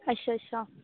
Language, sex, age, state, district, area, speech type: Dogri, female, 18-30, Jammu and Kashmir, Kathua, rural, conversation